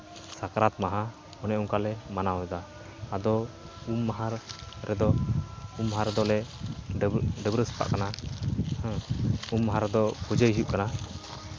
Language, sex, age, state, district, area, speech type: Santali, male, 18-30, West Bengal, Uttar Dinajpur, rural, spontaneous